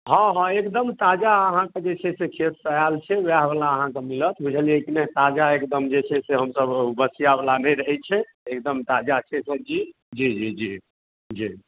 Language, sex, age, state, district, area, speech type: Maithili, male, 30-45, Bihar, Darbhanga, rural, conversation